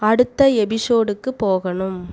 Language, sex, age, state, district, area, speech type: Tamil, female, 30-45, Tamil Nadu, Coimbatore, rural, read